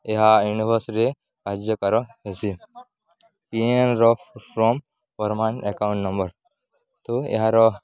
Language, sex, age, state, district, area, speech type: Odia, male, 18-30, Odisha, Nuapada, rural, spontaneous